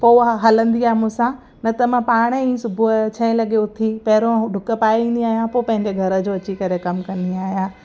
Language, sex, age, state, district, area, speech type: Sindhi, female, 30-45, Gujarat, Kutch, urban, spontaneous